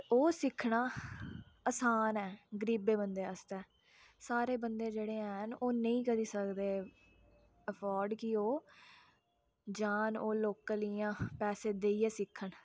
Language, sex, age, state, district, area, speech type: Dogri, female, 30-45, Jammu and Kashmir, Reasi, rural, spontaneous